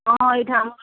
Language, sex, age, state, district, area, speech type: Odia, female, 60+, Odisha, Gajapati, rural, conversation